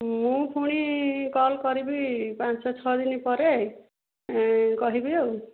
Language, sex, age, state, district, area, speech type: Odia, female, 60+, Odisha, Jharsuguda, rural, conversation